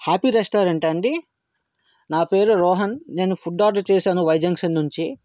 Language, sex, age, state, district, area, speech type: Telugu, male, 30-45, Andhra Pradesh, Vizianagaram, urban, spontaneous